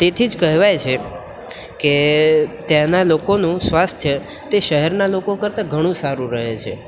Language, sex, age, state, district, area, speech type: Gujarati, male, 18-30, Gujarat, Valsad, rural, spontaneous